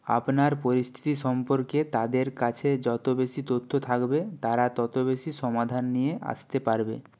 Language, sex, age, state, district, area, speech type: Bengali, male, 30-45, West Bengal, Purba Medinipur, rural, read